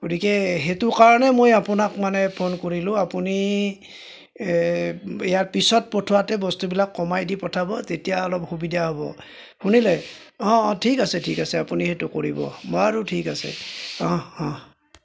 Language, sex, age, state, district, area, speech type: Assamese, male, 45-60, Assam, Golaghat, rural, spontaneous